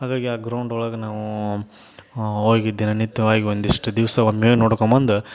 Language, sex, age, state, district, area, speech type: Kannada, male, 30-45, Karnataka, Gadag, rural, spontaneous